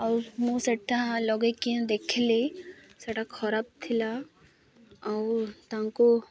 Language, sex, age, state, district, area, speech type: Odia, female, 18-30, Odisha, Malkangiri, urban, spontaneous